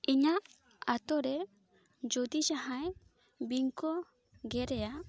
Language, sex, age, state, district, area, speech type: Santali, female, 18-30, West Bengal, Bankura, rural, spontaneous